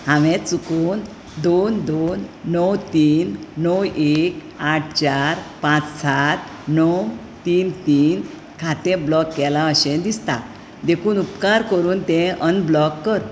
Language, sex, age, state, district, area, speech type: Goan Konkani, female, 60+, Goa, Bardez, urban, read